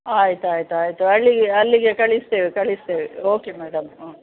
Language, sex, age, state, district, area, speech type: Kannada, female, 60+, Karnataka, Udupi, rural, conversation